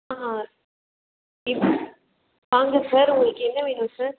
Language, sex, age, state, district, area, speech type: Tamil, female, 18-30, Tamil Nadu, Chengalpattu, urban, conversation